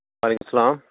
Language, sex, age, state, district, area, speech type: Urdu, male, 45-60, Uttar Pradesh, Rampur, urban, conversation